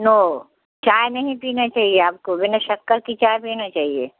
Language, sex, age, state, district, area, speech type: Hindi, female, 60+, Madhya Pradesh, Jabalpur, urban, conversation